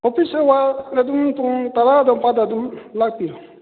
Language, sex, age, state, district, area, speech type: Manipuri, male, 45-60, Manipur, Kakching, rural, conversation